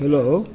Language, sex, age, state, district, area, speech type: Maithili, male, 45-60, Bihar, Madhubani, rural, spontaneous